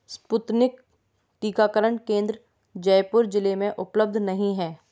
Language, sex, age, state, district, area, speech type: Hindi, female, 30-45, Madhya Pradesh, Gwalior, urban, read